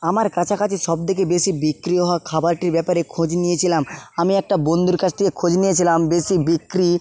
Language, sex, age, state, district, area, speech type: Bengali, male, 18-30, West Bengal, Jhargram, rural, spontaneous